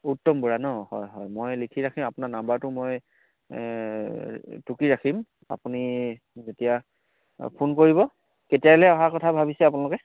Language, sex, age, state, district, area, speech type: Assamese, male, 30-45, Assam, Sivasagar, rural, conversation